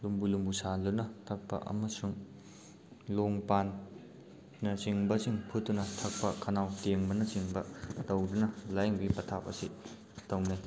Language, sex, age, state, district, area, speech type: Manipuri, male, 18-30, Manipur, Thoubal, rural, spontaneous